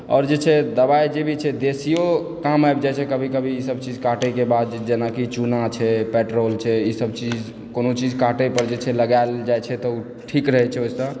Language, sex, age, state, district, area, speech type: Maithili, male, 18-30, Bihar, Supaul, rural, spontaneous